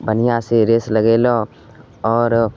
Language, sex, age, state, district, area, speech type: Maithili, male, 18-30, Bihar, Samastipur, urban, spontaneous